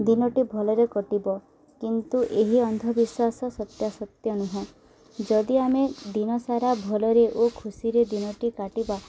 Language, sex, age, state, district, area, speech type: Odia, female, 18-30, Odisha, Subarnapur, urban, spontaneous